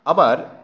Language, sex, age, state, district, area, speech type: Bengali, male, 30-45, West Bengal, Howrah, urban, spontaneous